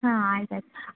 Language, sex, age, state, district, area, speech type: Kannada, female, 30-45, Karnataka, Gadag, rural, conversation